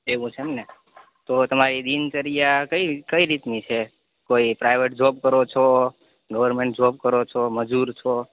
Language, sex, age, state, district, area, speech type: Gujarati, male, 30-45, Gujarat, Rajkot, rural, conversation